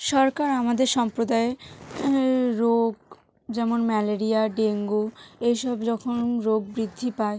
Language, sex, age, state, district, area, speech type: Bengali, female, 18-30, West Bengal, South 24 Parganas, rural, spontaneous